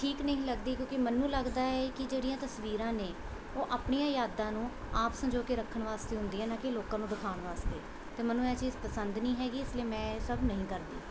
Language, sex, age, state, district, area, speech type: Punjabi, female, 30-45, Punjab, Mohali, urban, spontaneous